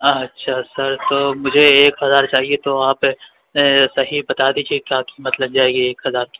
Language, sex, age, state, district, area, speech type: Urdu, male, 60+, Uttar Pradesh, Lucknow, rural, conversation